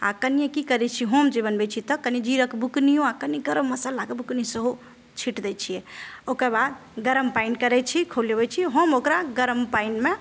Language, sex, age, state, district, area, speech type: Maithili, female, 30-45, Bihar, Madhubani, rural, spontaneous